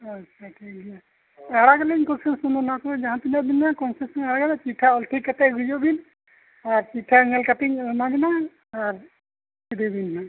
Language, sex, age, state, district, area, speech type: Santali, male, 45-60, Odisha, Mayurbhanj, rural, conversation